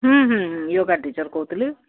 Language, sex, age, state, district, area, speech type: Odia, female, 60+, Odisha, Gajapati, rural, conversation